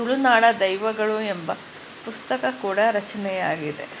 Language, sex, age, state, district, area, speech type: Kannada, female, 45-60, Karnataka, Kolar, urban, spontaneous